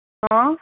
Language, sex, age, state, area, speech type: Gujarati, female, 30-45, Gujarat, urban, conversation